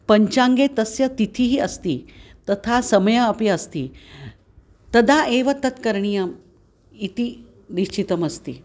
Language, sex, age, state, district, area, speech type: Sanskrit, female, 60+, Maharashtra, Nanded, urban, spontaneous